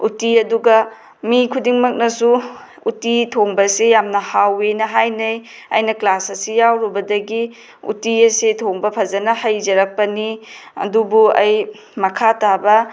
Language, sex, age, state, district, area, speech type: Manipuri, female, 30-45, Manipur, Tengnoupal, rural, spontaneous